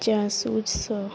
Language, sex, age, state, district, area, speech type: Odia, female, 18-30, Odisha, Nuapada, urban, read